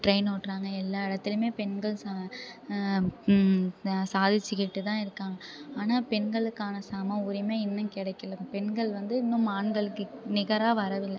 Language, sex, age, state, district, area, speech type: Tamil, female, 30-45, Tamil Nadu, Thanjavur, urban, spontaneous